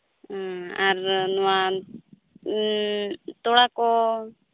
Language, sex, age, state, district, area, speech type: Santali, female, 18-30, West Bengal, Purulia, rural, conversation